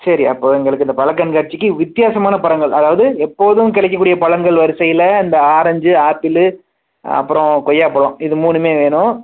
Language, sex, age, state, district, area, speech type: Tamil, male, 18-30, Tamil Nadu, Pudukkottai, rural, conversation